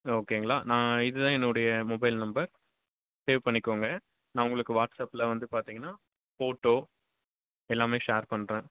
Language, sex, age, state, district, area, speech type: Tamil, male, 18-30, Tamil Nadu, Dharmapuri, rural, conversation